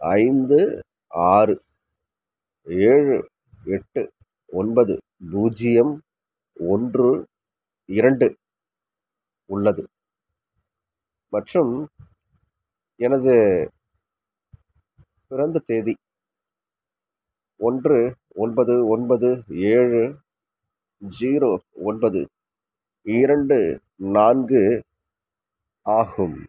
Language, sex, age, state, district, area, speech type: Tamil, male, 30-45, Tamil Nadu, Salem, rural, read